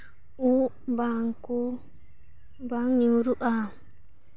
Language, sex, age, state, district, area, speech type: Santali, female, 18-30, West Bengal, Paschim Bardhaman, rural, spontaneous